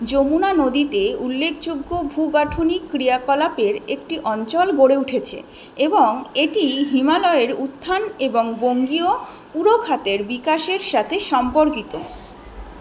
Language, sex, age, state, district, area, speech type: Bengali, female, 18-30, West Bengal, South 24 Parganas, urban, read